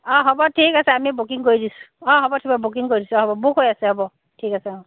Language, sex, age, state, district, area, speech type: Assamese, female, 45-60, Assam, Dhemaji, urban, conversation